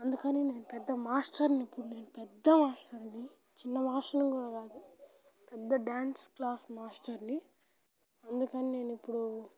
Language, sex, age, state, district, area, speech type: Telugu, male, 18-30, Telangana, Nalgonda, rural, spontaneous